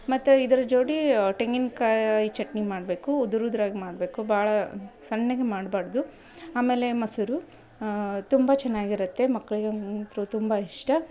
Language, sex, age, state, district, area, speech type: Kannada, female, 30-45, Karnataka, Dharwad, rural, spontaneous